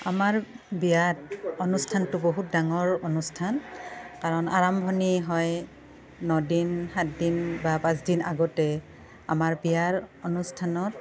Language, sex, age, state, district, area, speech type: Assamese, female, 45-60, Assam, Barpeta, rural, spontaneous